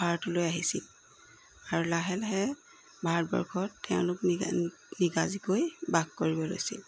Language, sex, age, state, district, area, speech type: Assamese, female, 45-60, Assam, Jorhat, urban, spontaneous